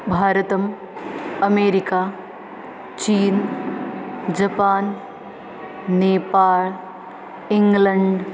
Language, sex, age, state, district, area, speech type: Sanskrit, female, 18-30, Maharashtra, Beed, rural, spontaneous